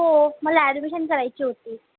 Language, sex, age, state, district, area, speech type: Marathi, female, 30-45, Maharashtra, Nagpur, urban, conversation